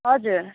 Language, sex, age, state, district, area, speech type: Nepali, female, 45-60, West Bengal, Kalimpong, rural, conversation